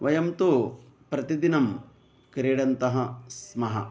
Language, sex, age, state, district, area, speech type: Sanskrit, male, 30-45, Telangana, Narayanpet, urban, spontaneous